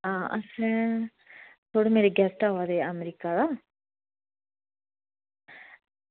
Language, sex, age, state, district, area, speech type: Dogri, female, 30-45, Jammu and Kashmir, Reasi, rural, conversation